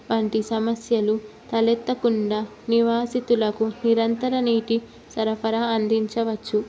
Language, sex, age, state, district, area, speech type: Telugu, female, 18-30, Telangana, Ranga Reddy, urban, spontaneous